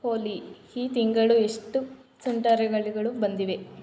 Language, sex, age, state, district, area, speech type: Kannada, female, 18-30, Karnataka, Mysore, urban, read